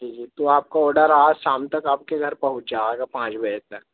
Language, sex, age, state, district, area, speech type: Hindi, male, 18-30, Madhya Pradesh, Harda, urban, conversation